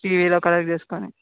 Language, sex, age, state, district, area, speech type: Telugu, male, 18-30, Telangana, Vikarabad, urban, conversation